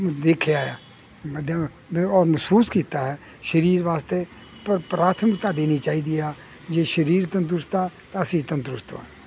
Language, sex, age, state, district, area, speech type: Punjabi, male, 60+, Punjab, Hoshiarpur, rural, spontaneous